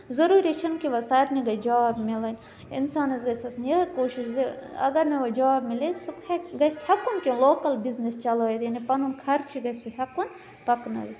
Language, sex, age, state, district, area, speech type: Kashmiri, female, 30-45, Jammu and Kashmir, Budgam, rural, spontaneous